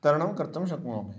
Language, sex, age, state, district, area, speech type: Sanskrit, male, 30-45, Karnataka, Dharwad, urban, spontaneous